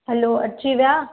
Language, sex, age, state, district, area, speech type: Sindhi, female, 30-45, Maharashtra, Mumbai Suburban, urban, conversation